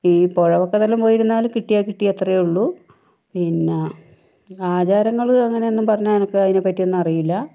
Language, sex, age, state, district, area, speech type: Malayalam, female, 60+, Kerala, Wayanad, rural, spontaneous